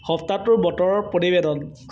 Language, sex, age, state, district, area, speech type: Assamese, male, 18-30, Assam, Sivasagar, rural, read